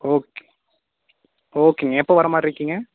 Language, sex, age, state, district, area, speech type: Tamil, male, 18-30, Tamil Nadu, Coimbatore, rural, conversation